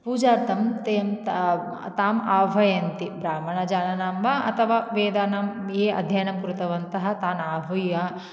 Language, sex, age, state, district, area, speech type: Sanskrit, female, 18-30, Andhra Pradesh, Anantapur, rural, spontaneous